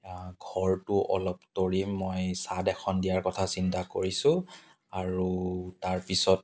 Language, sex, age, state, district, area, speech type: Assamese, male, 30-45, Assam, Dibrugarh, rural, spontaneous